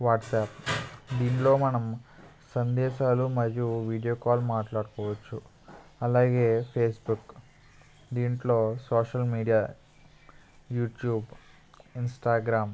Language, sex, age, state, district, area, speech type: Telugu, male, 30-45, Andhra Pradesh, Eluru, rural, spontaneous